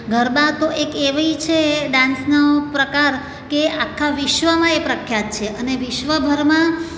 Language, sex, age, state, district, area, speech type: Gujarati, female, 45-60, Gujarat, Surat, urban, spontaneous